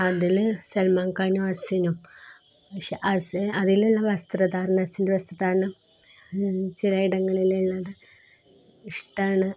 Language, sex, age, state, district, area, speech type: Malayalam, female, 30-45, Kerala, Kozhikode, rural, spontaneous